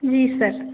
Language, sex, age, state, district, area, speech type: Hindi, female, 18-30, Madhya Pradesh, Betul, rural, conversation